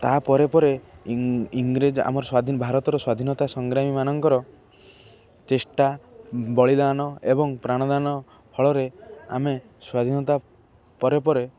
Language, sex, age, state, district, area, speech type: Odia, male, 18-30, Odisha, Kendrapara, urban, spontaneous